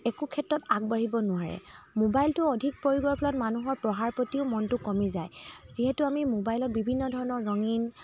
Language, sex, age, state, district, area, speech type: Assamese, female, 30-45, Assam, Dibrugarh, rural, spontaneous